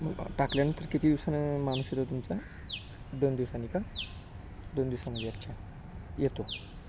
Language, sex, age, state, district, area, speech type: Marathi, male, 30-45, Maharashtra, Sangli, urban, spontaneous